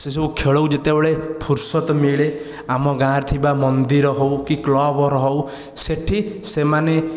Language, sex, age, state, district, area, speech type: Odia, male, 30-45, Odisha, Khordha, rural, spontaneous